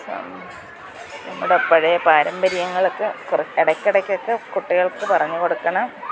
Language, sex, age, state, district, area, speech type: Malayalam, female, 45-60, Kerala, Kottayam, rural, spontaneous